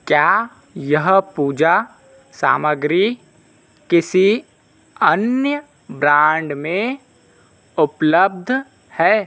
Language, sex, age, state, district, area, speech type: Hindi, male, 60+, Madhya Pradesh, Balaghat, rural, read